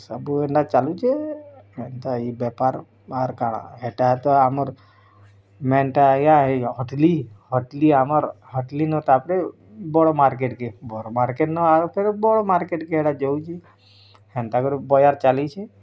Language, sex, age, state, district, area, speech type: Odia, female, 30-45, Odisha, Bargarh, urban, spontaneous